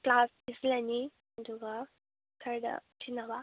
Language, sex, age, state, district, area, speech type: Manipuri, female, 18-30, Manipur, Kakching, rural, conversation